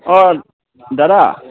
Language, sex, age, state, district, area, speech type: Assamese, male, 30-45, Assam, Lakhimpur, rural, conversation